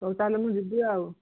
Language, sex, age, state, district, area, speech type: Odia, female, 60+, Odisha, Jharsuguda, rural, conversation